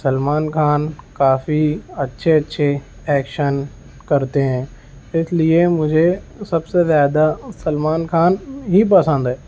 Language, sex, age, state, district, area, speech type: Urdu, male, 18-30, Maharashtra, Nashik, urban, spontaneous